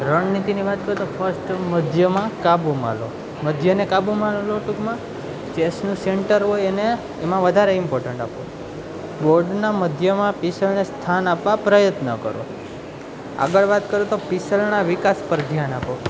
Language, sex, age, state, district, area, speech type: Gujarati, male, 18-30, Gujarat, Junagadh, urban, spontaneous